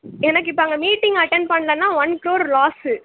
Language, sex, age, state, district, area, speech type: Tamil, female, 18-30, Tamil Nadu, Pudukkottai, rural, conversation